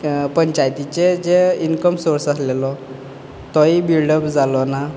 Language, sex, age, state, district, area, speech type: Goan Konkani, male, 18-30, Goa, Quepem, rural, spontaneous